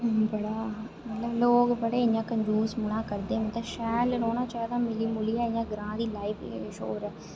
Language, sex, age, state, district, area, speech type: Dogri, female, 18-30, Jammu and Kashmir, Reasi, urban, spontaneous